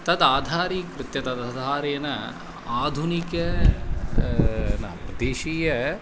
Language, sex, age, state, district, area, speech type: Sanskrit, male, 45-60, Tamil Nadu, Kanchipuram, urban, spontaneous